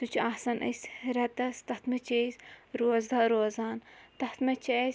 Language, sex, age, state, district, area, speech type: Kashmiri, female, 30-45, Jammu and Kashmir, Shopian, rural, spontaneous